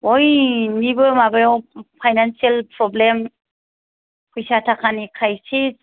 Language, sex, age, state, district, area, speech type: Bodo, female, 45-60, Assam, Kokrajhar, rural, conversation